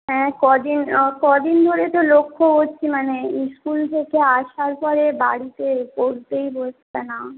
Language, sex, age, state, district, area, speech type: Bengali, female, 18-30, West Bengal, Jhargram, rural, conversation